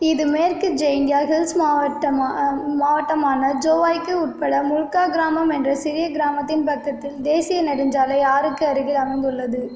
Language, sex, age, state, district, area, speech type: Tamil, female, 18-30, Tamil Nadu, Cuddalore, rural, read